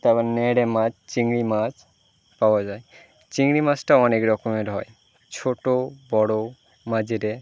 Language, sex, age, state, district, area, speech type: Bengali, male, 18-30, West Bengal, Birbhum, urban, spontaneous